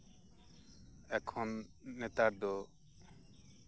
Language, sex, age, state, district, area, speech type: Santali, male, 30-45, West Bengal, Birbhum, rural, spontaneous